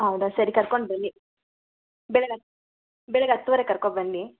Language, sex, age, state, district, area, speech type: Kannada, female, 45-60, Karnataka, Tumkur, rural, conversation